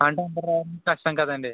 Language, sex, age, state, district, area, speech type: Telugu, male, 18-30, Andhra Pradesh, West Godavari, rural, conversation